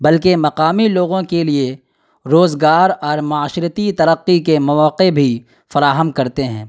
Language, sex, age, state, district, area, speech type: Urdu, male, 30-45, Bihar, Darbhanga, urban, spontaneous